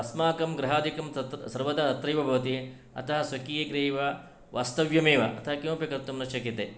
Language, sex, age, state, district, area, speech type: Sanskrit, male, 60+, Karnataka, Shimoga, urban, spontaneous